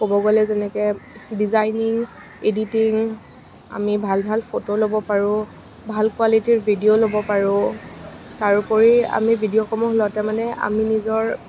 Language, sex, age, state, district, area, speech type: Assamese, female, 18-30, Assam, Kamrup Metropolitan, urban, spontaneous